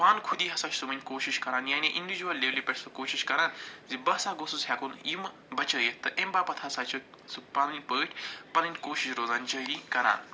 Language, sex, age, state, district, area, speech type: Kashmiri, male, 45-60, Jammu and Kashmir, Budgam, urban, spontaneous